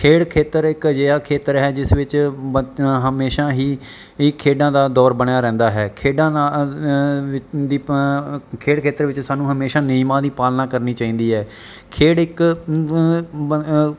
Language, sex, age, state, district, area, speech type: Punjabi, male, 30-45, Punjab, Bathinda, urban, spontaneous